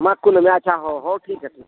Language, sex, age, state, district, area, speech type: Santali, male, 45-60, Odisha, Mayurbhanj, rural, conversation